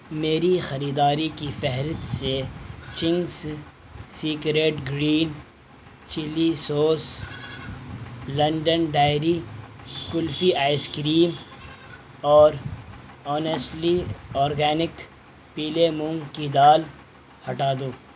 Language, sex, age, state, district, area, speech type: Urdu, male, 18-30, Bihar, Purnia, rural, read